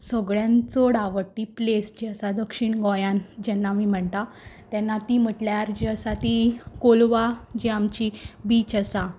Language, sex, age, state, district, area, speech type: Goan Konkani, female, 18-30, Goa, Quepem, rural, spontaneous